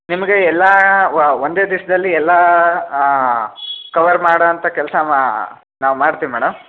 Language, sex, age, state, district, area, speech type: Kannada, male, 18-30, Karnataka, Chitradurga, urban, conversation